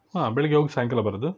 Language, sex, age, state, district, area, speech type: Kannada, male, 30-45, Karnataka, Shimoga, rural, spontaneous